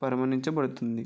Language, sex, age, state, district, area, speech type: Telugu, male, 60+, Andhra Pradesh, West Godavari, rural, spontaneous